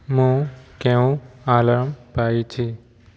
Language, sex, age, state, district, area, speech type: Odia, male, 30-45, Odisha, Jajpur, rural, read